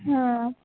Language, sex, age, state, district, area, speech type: Marathi, female, 30-45, Maharashtra, Nagpur, urban, conversation